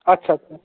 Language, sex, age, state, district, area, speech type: Bengali, male, 30-45, West Bengal, Hooghly, rural, conversation